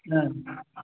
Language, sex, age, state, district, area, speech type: Sanskrit, male, 45-60, Tamil Nadu, Tiruvannamalai, urban, conversation